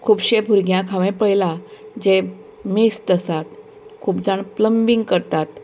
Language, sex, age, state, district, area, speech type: Goan Konkani, female, 45-60, Goa, Canacona, rural, spontaneous